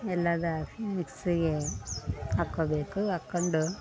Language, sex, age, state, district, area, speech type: Kannada, female, 18-30, Karnataka, Vijayanagara, rural, spontaneous